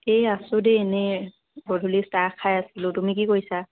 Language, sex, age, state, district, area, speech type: Assamese, female, 30-45, Assam, Dibrugarh, rural, conversation